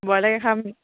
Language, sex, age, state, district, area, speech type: Assamese, female, 18-30, Assam, Charaideo, rural, conversation